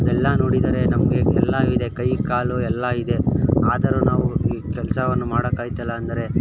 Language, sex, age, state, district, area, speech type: Kannada, male, 18-30, Karnataka, Mysore, urban, spontaneous